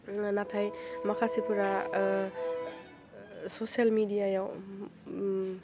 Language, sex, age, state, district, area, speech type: Bodo, female, 18-30, Assam, Udalguri, rural, spontaneous